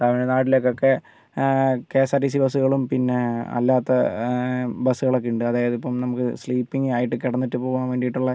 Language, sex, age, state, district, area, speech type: Malayalam, male, 45-60, Kerala, Wayanad, rural, spontaneous